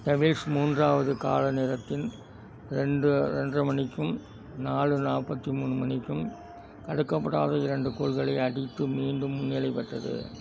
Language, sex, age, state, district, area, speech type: Tamil, male, 60+, Tamil Nadu, Thanjavur, rural, read